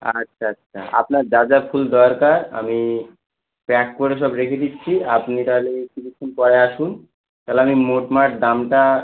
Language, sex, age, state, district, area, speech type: Bengali, male, 18-30, West Bengal, Howrah, urban, conversation